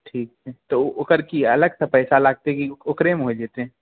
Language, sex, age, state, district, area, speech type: Maithili, male, 18-30, Bihar, Purnia, urban, conversation